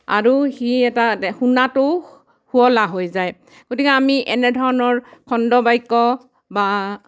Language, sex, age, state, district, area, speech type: Assamese, female, 60+, Assam, Barpeta, rural, spontaneous